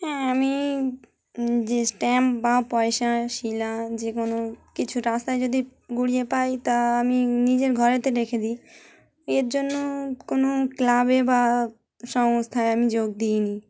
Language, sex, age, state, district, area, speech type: Bengali, female, 30-45, West Bengal, Dakshin Dinajpur, urban, spontaneous